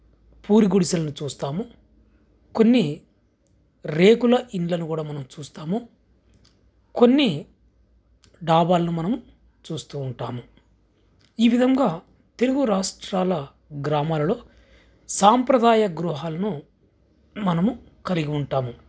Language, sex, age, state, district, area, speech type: Telugu, male, 30-45, Andhra Pradesh, Krishna, urban, spontaneous